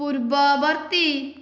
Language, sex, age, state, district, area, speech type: Odia, female, 18-30, Odisha, Dhenkanal, rural, read